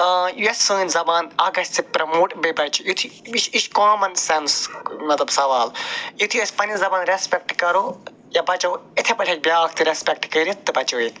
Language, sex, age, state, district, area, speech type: Kashmiri, male, 45-60, Jammu and Kashmir, Budgam, urban, spontaneous